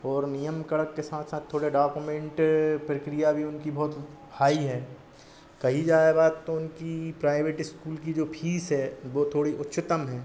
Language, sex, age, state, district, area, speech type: Hindi, male, 45-60, Madhya Pradesh, Hoshangabad, rural, spontaneous